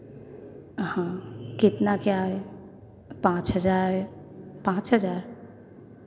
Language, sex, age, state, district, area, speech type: Hindi, female, 18-30, Madhya Pradesh, Hoshangabad, urban, spontaneous